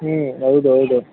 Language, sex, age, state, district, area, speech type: Kannada, male, 18-30, Karnataka, Mandya, rural, conversation